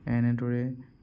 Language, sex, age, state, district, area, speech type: Assamese, male, 18-30, Assam, Sonitpur, rural, spontaneous